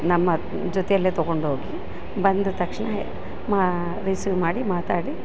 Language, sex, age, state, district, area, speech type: Kannada, female, 45-60, Karnataka, Bellary, urban, spontaneous